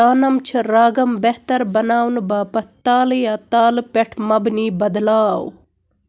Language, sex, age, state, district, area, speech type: Kashmiri, female, 30-45, Jammu and Kashmir, Baramulla, rural, read